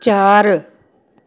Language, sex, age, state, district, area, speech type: Punjabi, female, 60+, Punjab, Gurdaspur, rural, read